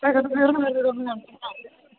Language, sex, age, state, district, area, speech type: Malayalam, female, 30-45, Kerala, Idukki, rural, conversation